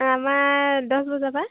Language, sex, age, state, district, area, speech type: Assamese, female, 30-45, Assam, Tinsukia, rural, conversation